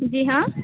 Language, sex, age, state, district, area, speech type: Urdu, female, 18-30, Bihar, Supaul, rural, conversation